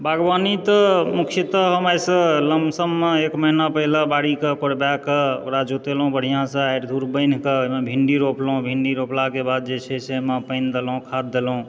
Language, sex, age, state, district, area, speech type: Maithili, male, 30-45, Bihar, Supaul, rural, spontaneous